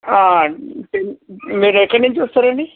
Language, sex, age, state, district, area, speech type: Telugu, male, 30-45, Telangana, Nagarkurnool, urban, conversation